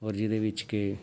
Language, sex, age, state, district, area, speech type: Punjabi, male, 45-60, Punjab, Amritsar, urban, spontaneous